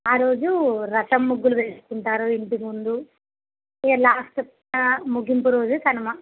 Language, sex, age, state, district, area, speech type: Telugu, female, 45-60, Andhra Pradesh, Visakhapatnam, urban, conversation